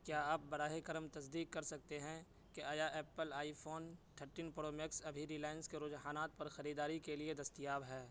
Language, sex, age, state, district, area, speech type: Urdu, male, 18-30, Uttar Pradesh, Saharanpur, urban, read